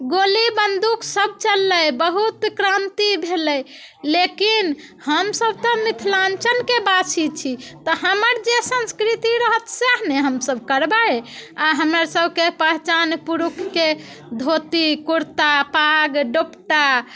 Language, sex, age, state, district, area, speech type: Maithili, female, 45-60, Bihar, Muzaffarpur, urban, spontaneous